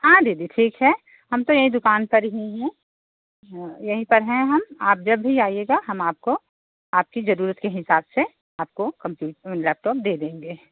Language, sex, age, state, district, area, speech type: Hindi, female, 45-60, Uttar Pradesh, Pratapgarh, rural, conversation